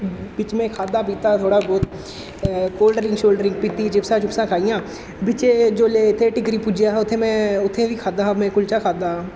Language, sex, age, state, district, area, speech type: Dogri, male, 18-30, Jammu and Kashmir, Jammu, urban, spontaneous